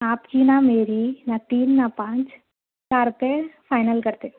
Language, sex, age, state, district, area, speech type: Urdu, female, 30-45, Telangana, Hyderabad, urban, conversation